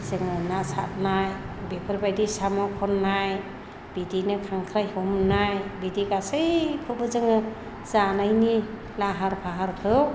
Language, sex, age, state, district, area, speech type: Bodo, female, 45-60, Assam, Chirang, rural, spontaneous